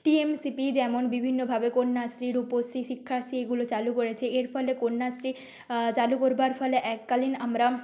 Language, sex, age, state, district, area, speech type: Bengali, female, 30-45, West Bengal, Nadia, rural, spontaneous